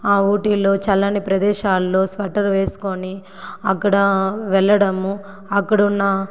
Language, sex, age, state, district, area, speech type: Telugu, female, 45-60, Andhra Pradesh, Sri Balaji, urban, spontaneous